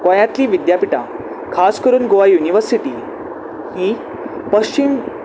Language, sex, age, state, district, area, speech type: Goan Konkani, male, 18-30, Goa, Salcete, urban, spontaneous